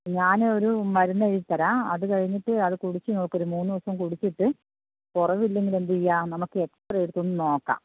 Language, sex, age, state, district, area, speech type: Malayalam, female, 60+, Kerala, Wayanad, rural, conversation